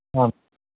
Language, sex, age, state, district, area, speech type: Kannada, male, 30-45, Karnataka, Vijayanagara, rural, conversation